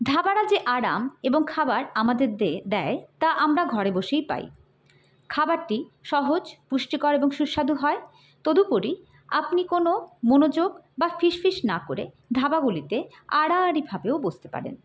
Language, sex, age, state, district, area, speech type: Bengali, female, 18-30, West Bengal, Hooghly, urban, spontaneous